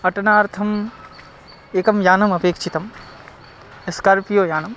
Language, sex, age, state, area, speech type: Sanskrit, male, 18-30, Bihar, rural, spontaneous